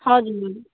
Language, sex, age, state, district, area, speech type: Nepali, female, 18-30, West Bengal, Kalimpong, rural, conversation